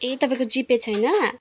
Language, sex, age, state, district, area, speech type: Nepali, female, 18-30, West Bengal, Kalimpong, rural, spontaneous